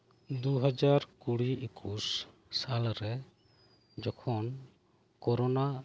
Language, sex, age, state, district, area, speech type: Santali, male, 30-45, West Bengal, Birbhum, rural, spontaneous